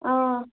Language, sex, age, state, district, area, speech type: Kashmiri, female, 30-45, Jammu and Kashmir, Budgam, rural, conversation